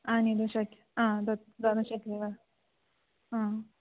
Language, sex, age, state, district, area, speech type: Sanskrit, female, 18-30, Kerala, Idukki, rural, conversation